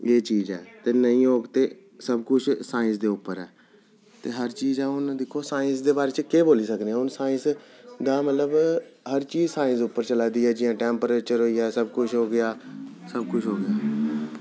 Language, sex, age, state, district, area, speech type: Dogri, male, 30-45, Jammu and Kashmir, Jammu, urban, spontaneous